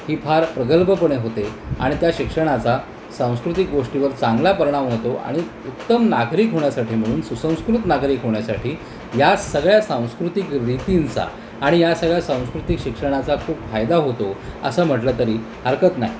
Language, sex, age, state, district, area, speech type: Marathi, male, 45-60, Maharashtra, Thane, rural, spontaneous